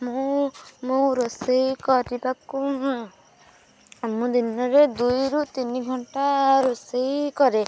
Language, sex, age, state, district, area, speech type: Odia, female, 18-30, Odisha, Kendujhar, urban, spontaneous